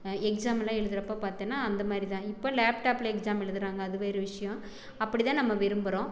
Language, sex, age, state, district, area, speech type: Tamil, female, 45-60, Tamil Nadu, Erode, rural, spontaneous